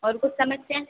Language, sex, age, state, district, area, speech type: Hindi, female, 18-30, Madhya Pradesh, Harda, urban, conversation